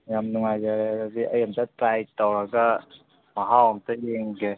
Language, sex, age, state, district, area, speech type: Manipuri, male, 30-45, Manipur, Kangpokpi, urban, conversation